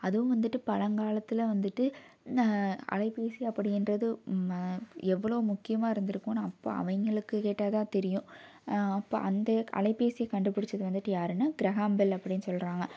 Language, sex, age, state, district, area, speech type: Tamil, female, 18-30, Tamil Nadu, Tiruppur, rural, spontaneous